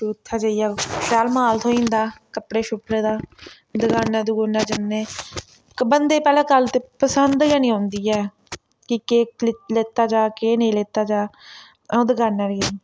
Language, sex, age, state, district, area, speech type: Dogri, female, 18-30, Jammu and Kashmir, Reasi, rural, spontaneous